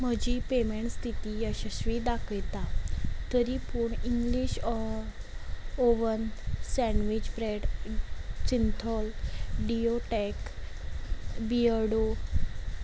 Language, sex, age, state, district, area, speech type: Goan Konkani, female, 18-30, Goa, Salcete, rural, read